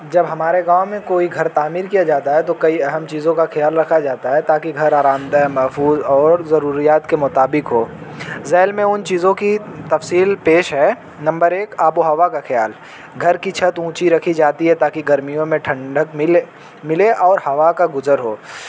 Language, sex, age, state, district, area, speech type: Urdu, male, 18-30, Uttar Pradesh, Azamgarh, rural, spontaneous